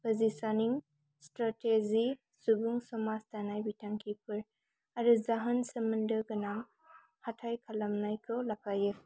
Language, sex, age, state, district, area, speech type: Bodo, female, 18-30, Assam, Kokrajhar, rural, read